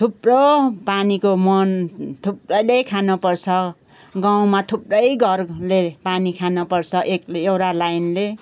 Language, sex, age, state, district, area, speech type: Nepali, female, 60+, West Bengal, Kalimpong, rural, spontaneous